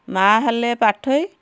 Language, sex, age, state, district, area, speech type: Odia, female, 60+, Odisha, Kendujhar, urban, spontaneous